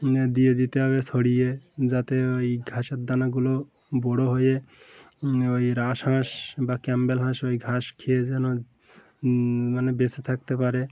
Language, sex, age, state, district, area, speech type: Bengali, male, 18-30, West Bengal, Uttar Dinajpur, urban, spontaneous